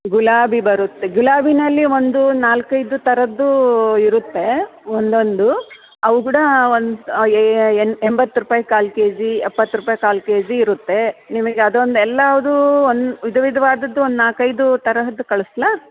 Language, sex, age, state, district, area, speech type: Kannada, female, 45-60, Karnataka, Bellary, urban, conversation